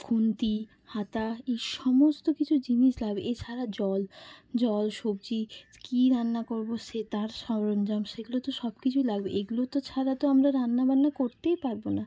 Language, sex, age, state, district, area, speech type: Bengali, female, 30-45, West Bengal, Hooghly, urban, spontaneous